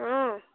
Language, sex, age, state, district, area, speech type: Assamese, female, 18-30, Assam, Nagaon, rural, conversation